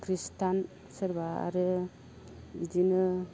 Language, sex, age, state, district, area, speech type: Bodo, female, 18-30, Assam, Baksa, rural, spontaneous